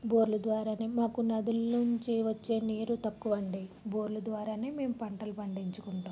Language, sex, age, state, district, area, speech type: Telugu, female, 30-45, Andhra Pradesh, Palnadu, rural, spontaneous